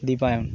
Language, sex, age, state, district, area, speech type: Bengali, male, 18-30, West Bengal, Birbhum, urban, spontaneous